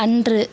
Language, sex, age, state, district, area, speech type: Tamil, female, 30-45, Tamil Nadu, Thoothukudi, urban, read